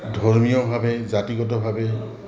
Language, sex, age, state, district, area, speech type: Assamese, male, 60+, Assam, Goalpara, urban, spontaneous